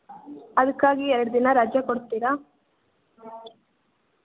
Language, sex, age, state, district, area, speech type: Kannada, female, 18-30, Karnataka, Chitradurga, rural, conversation